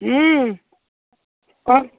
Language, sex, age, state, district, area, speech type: Odia, female, 60+, Odisha, Jharsuguda, rural, conversation